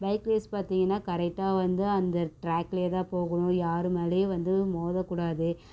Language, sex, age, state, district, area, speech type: Tamil, female, 18-30, Tamil Nadu, Namakkal, rural, spontaneous